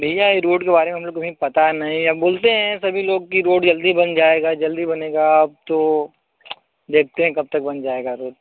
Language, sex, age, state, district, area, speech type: Hindi, male, 30-45, Uttar Pradesh, Mirzapur, rural, conversation